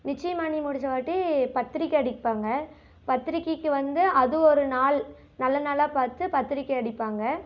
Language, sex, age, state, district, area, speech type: Tamil, female, 18-30, Tamil Nadu, Namakkal, rural, spontaneous